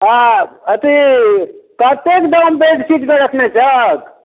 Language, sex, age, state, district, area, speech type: Maithili, male, 60+, Bihar, Darbhanga, rural, conversation